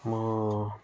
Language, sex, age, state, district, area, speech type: Nepali, male, 30-45, West Bengal, Darjeeling, rural, spontaneous